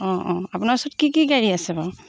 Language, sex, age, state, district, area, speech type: Assamese, female, 45-60, Assam, Jorhat, urban, spontaneous